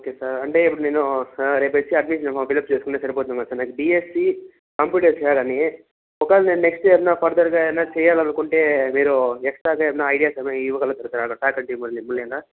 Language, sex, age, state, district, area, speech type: Telugu, male, 45-60, Andhra Pradesh, Chittoor, urban, conversation